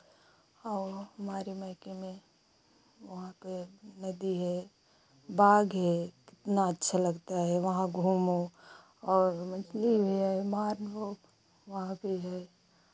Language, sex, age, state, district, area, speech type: Hindi, female, 45-60, Uttar Pradesh, Pratapgarh, rural, spontaneous